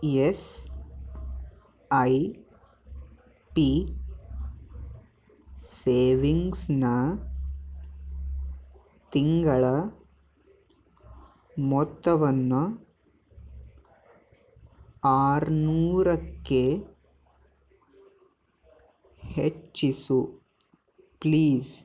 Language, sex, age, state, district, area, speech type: Kannada, male, 18-30, Karnataka, Bidar, urban, read